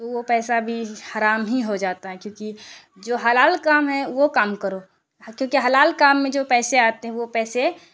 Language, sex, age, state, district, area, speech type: Urdu, female, 30-45, Bihar, Darbhanga, rural, spontaneous